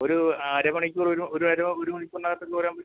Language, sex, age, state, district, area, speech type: Malayalam, male, 45-60, Kerala, Kollam, rural, conversation